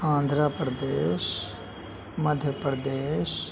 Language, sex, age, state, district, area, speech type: Urdu, male, 18-30, Delhi, North West Delhi, urban, spontaneous